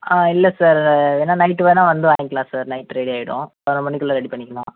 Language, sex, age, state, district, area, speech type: Tamil, male, 18-30, Tamil Nadu, Ariyalur, rural, conversation